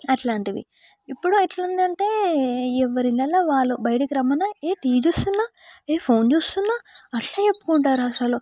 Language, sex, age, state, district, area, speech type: Telugu, female, 18-30, Telangana, Yadadri Bhuvanagiri, rural, spontaneous